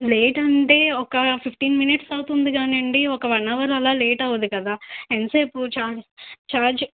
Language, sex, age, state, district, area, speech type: Telugu, female, 30-45, Andhra Pradesh, Nandyal, rural, conversation